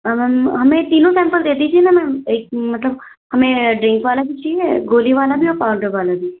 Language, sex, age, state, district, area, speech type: Hindi, female, 45-60, Madhya Pradesh, Balaghat, rural, conversation